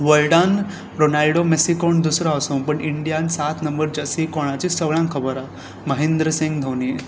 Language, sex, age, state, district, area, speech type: Goan Konkani, male, 18-30, Goa, Tiswadi, rural, spontaneous